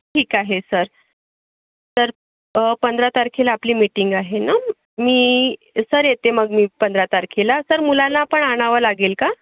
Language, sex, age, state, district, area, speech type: Marathi, female, 30-45, Maharashtra, Yavatmal, urban, conversation